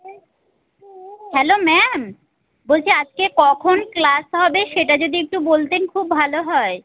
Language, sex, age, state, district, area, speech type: Bengali, female, 30-45, West Bengal, Kolkata, urban, conversation